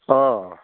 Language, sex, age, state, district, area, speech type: Assamese, male, 60+, Assam, Dhemaji, rural, conversation